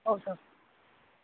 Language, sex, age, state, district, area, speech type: Odia, male, 45-60, Odisha, Nabarangpur, rural, conversation